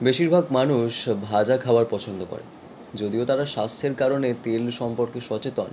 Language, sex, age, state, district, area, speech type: Bengali, male, 18-30, West Bengal, Howrah, urban, spontaneous